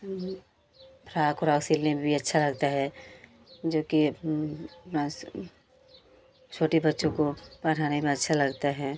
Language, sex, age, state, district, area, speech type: Hindi, female, 30-45, Uttar Pradesh, Chandauli, rural, spontaneous